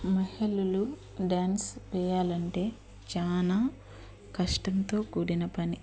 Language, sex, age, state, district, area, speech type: Telugu, female, 30-45, Andhra Pradesh, Eluru, urban, spontaneous